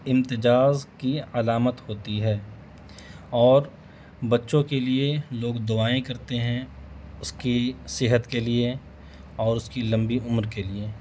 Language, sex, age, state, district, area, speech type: Urdu, male, 30-45, Bihar, Gaya, urban, spontaneous